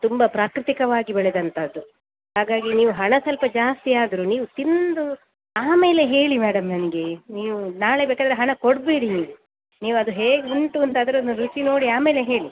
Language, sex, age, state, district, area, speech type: Kannada, female, 45-60, Karnataka, Dakshina Kannada, rural, conversation